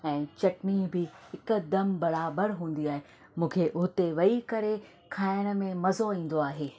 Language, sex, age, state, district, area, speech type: Sindhi, female, 30-45, Maharashtra, Thane, urban, spontaneous